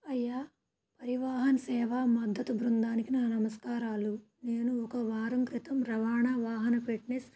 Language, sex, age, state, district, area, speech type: Telugu, female, 30-45, Andhra Pradesh, Krishna, rural, spontaneous